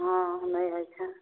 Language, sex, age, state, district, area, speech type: Maithili, female, 30-45, Bihar, Samastipur, urban, conversation